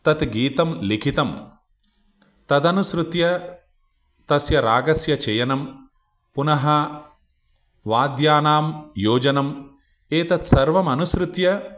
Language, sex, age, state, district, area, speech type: Sanskrit, male, 45-60, Telangana, Ranga Reddy, urban, spontaneous